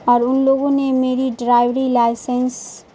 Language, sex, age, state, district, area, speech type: Urdu, female, 18-30, Bihar, Madhubani, rural, spontaneous